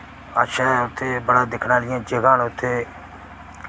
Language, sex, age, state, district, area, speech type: Dogri, male, 18-30, Jammu and Kashmir, Reasi, rural, spontaneous